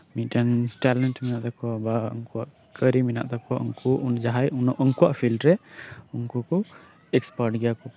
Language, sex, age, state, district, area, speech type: Santali, male, 18-30, West Bengal, Birbhum, rural, spontaneous